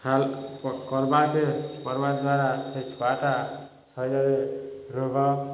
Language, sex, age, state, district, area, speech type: Odia, male, 30-45, Odisha, Balangir, urban, spontaneous